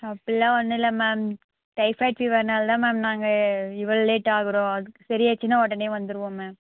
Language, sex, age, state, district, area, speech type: Tamil, female, 18-30, Tamil Nadu, Krishnagiri, rural, conversation